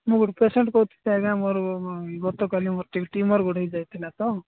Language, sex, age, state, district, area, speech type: Odia, male, 18-30, Odisha, Nabarangpur, urban, conversation